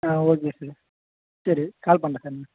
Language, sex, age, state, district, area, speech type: Tamil, male, 18-30, Tamil Nadu, Chengalpattu, rural, conversation